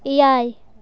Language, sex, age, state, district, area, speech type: Santali, female, 18-30, Jharkhand, Seraikela Kharsawan, rural, read